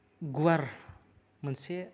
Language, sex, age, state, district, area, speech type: Bodo, male, 18-30, Assam, Kokrajhar, rural, spontaneous